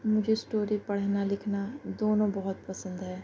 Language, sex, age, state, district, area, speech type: Urdu, female, 18-30, Delhi, Central Delhi, urban, spontaneous